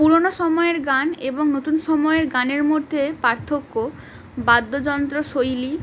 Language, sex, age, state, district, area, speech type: Bengali, female, 18-30, West Bengal, Howrah, urban, spontaneous